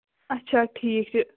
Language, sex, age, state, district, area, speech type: Kashmiri, female, 30-45, Jammu and Kashmir, Bandipora, rural, conversation